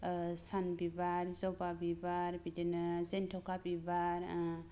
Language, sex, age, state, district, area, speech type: Bodo, female, 30-45, Assam, Kokrajhar, rural, spontaneous